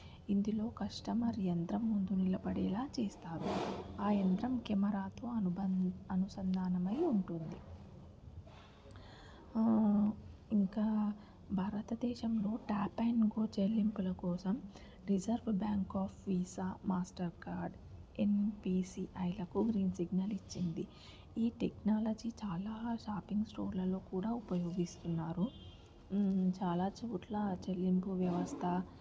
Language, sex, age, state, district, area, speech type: Telugu, female, 30-45, Telangana, Mancherial, rural, spontaneous